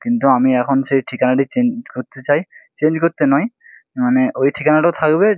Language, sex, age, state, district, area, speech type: Bengali, male, 18-30, West Bengal, Hooghly, urban, spontaneous